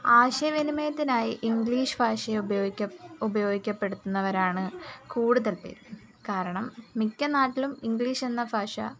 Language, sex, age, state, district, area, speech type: Malayalam, female, 18-30, Kerala, Kollam, rural, spontaneous